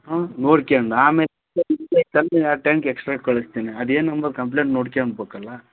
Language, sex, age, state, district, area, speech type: Kannada, male, 30-45, Karnataka, Raichur, rural, conversation